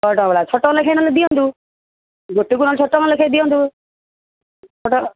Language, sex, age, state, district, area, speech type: Odia, female, 45-60, Odisha, Sundergarh, rural, conversation